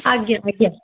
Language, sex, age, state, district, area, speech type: Odia, female, 60+, Odisha, Gajapati, rural, conversation